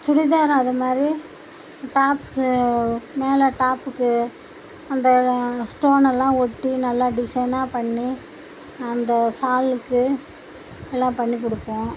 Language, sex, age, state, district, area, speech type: Tamil, female, 60+, Tamil Nadu, Tiruchirappalli, rural, spontaneous